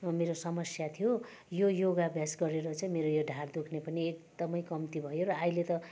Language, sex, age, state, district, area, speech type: Nepali, female, 60+, West Bengal, Darjeeling, rural, spontaneous